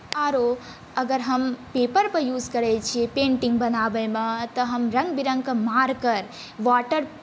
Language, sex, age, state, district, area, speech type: Maithili, female, 18-30, Bihar, Saharsa, rural, spontaneous